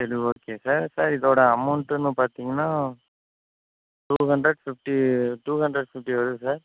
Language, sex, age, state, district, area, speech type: Tamil, male, 18-30, Tamil Nadu, Ariyalur, rural, conversation